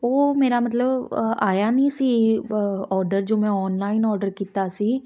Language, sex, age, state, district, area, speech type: Punjabi, female, 18-30, Punjab, Muktsar, rural, spontaneous